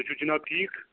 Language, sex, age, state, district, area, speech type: Kashmiri, male, 30-45, Jammu and Kashmir, Srinagar, urban, conversation